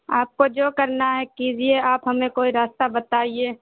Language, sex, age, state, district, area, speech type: Urdu, female, 30-45, Bihar, Supaul, urban, conversation